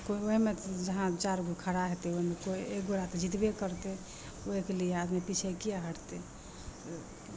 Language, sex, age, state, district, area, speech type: Maithili, female, 45-60, Bihar, Madhepura, urban, spontaneous